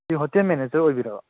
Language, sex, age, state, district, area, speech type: Manipuri, male, 30-45, Manipur, Imphal East, rural, conversation